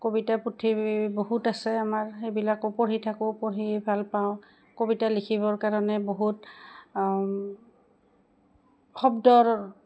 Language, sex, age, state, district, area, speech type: Assamese, female, 45-60, Assam, Goalpara, rural, spontaneous